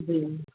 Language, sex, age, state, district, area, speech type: Urdu, female, 45-60, Uttar Pradesh, Rampur, urban, conversation